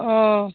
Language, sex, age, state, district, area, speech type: Assamese, female, 30-45, Assam, Sivasagar, rural, conversation